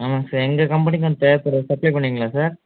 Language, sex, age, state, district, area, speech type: Tamil, male, 18-30, Tamil Nadu, Tiruppur, rural, conversation